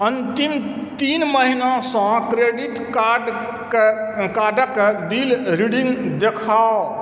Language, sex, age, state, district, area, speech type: Maithili, male, 45-60, Bihar, Supaul, rural, read